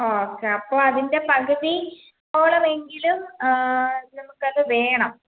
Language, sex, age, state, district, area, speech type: Malayalam, female, 18-30, Kerala, Pathanamthitta, rural, conversation